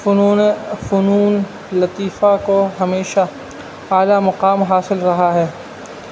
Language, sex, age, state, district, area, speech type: Urdu, male, 30-45, Uttar Pradesh, Rampur, urban, spontaneous